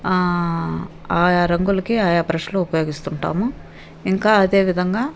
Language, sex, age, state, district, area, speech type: Telugu, female, 60+, Andhra Pradesh, Nellore, rural, spontaneous